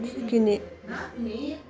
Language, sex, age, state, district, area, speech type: Assamese, female, 45-60, Assam, Udalguri, rural, spontaneous